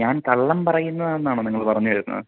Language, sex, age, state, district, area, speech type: Malayalam, male, 18-30, Kerala, Idukki, rural, conversation